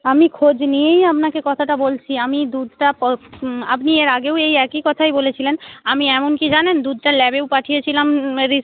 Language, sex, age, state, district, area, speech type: Bengali, female, 45-60, West Bengal, Purba Medinipur, rural, conversation